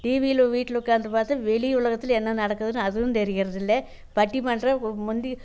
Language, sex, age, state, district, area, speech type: Tamil, female, 60+, Tamil Nadu, Coimbatore, rural, spontaneous